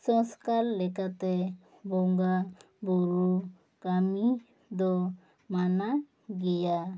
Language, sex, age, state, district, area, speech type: Santali, female, 18-30, West Bengal, Bankura, rural, spontaneous